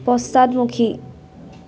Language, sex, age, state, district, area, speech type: Assamese, female, 18-30, Assam, Sivasagar, urban, read